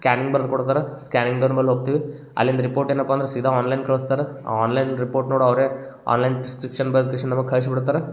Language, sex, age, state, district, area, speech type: Kannada, male, 30-45, Karnataka, Gulbarga, urban, spontaneous